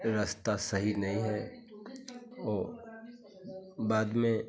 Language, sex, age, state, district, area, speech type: Hindi, male, 45-60, Uttar Pradesh, Chandauli, rural, spontaneous